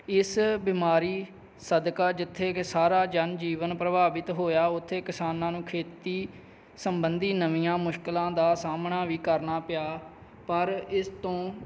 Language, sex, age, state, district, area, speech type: Punjabi, male, 30-45, Punjab, Kapurthala, rural, spontaneous